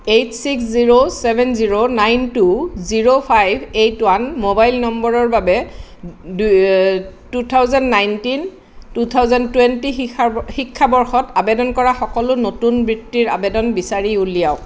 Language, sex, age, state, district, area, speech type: Assamese, female, 60+, Assam, Kamrup Metropolitan, urban, read